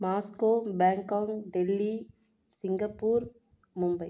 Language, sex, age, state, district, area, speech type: Tamil, female, 30-45, Tamil Nadu, Viluppuram, rural, spontaneous